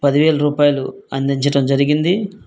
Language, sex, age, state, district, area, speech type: Telugu, male, 45-60, Andhra Pradesh, Guntur, rural, spontaneous